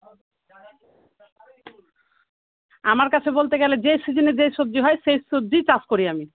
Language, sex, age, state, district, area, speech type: Bengali, female, 30-45, West Bengal, Murshidabad, rural, conversation